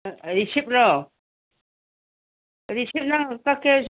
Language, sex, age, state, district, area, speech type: Manipuri, female, 60+, Manipur, Ukhrul, rural, conversation